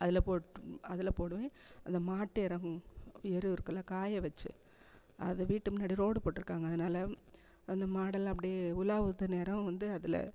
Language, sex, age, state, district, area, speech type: Tamil, female, 45-60, Tamil Nadu, Thanjavur, urban, spontaneous